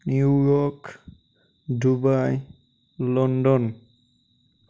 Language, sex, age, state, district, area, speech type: Bodo, male, 30-45, Assam, Chirang, rural, spontaneous